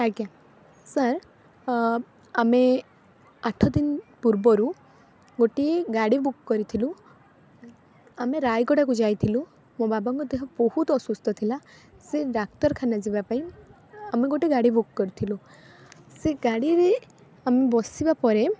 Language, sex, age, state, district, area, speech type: Odia, female, 18-30, Odisha, Rayagada, rural, spontaneous